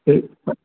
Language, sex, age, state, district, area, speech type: Sindhi, male, 45-60, Maharashtra, Mumbai Suburban, urban, conversation